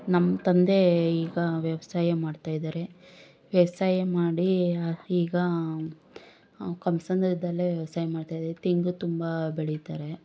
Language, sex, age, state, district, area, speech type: Kannada, female, 30-45, Karnataka, Bangalore Urban, rural, spontaneous